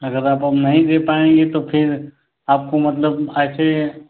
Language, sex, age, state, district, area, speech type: Hindi, male, 30-45, Uttar Pradesh, Ghazipur, rural, conversation